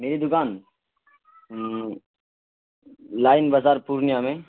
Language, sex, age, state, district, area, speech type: Urdu, male, 18-30, Bihar, Purnia, rural, conversation